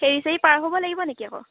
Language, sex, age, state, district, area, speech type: Assamese, female, 18-30, Assam, Majuli, urban, conversation